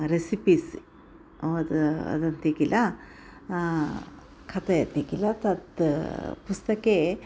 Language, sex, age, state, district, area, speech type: Sanskrit, female, 60+, Karnataka, Bellary, urban, spontaneous